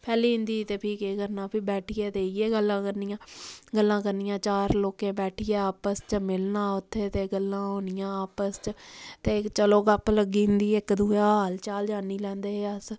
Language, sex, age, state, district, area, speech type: Dogri, female, 30-45, Jammu and Kashmir, Samba, rural, spontaneous